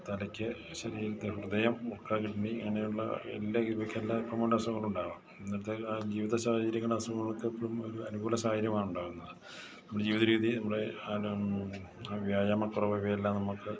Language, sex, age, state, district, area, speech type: Malayalam, male, 45-60, Kerala, Idukki, rural, spontaneous